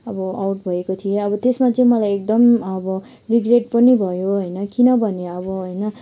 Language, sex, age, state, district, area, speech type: Nepali, female, 18-30, West Bengal, Kalimpong, rural, spontaneous